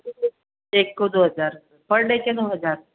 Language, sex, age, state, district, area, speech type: Hindi, female, 45-60, Rajasthan, Jodhpur, urban, conversation